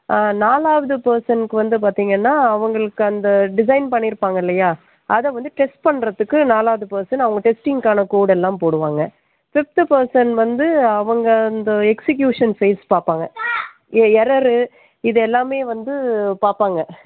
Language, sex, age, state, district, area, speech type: Tamil, female, 18-30, Tamil Nadu, Pudukkottai, rural, conversation